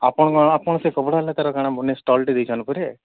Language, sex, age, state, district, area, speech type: Odia, male, 45-60, Odisha, Nuapada, urban, conversation